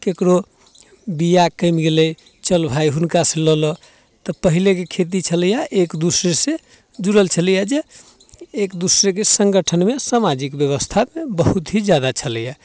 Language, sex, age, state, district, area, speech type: Maithili, male, 30-45, Bihar, Muzaffarpur, rural, spontaneous